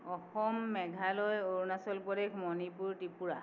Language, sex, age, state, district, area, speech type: Assamese, female, 45-60, Assam, Tinsukia, urban, spontaneous